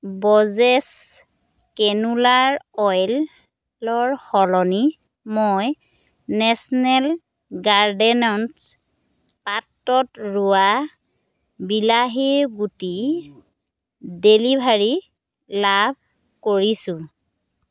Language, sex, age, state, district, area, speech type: Assamese, female, 30-45, Assam, Dhemaji, rural, read